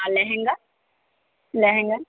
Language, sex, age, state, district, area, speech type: Bengali, female, 30-45, West Bengal, Purba Bardhaman, urban, conversation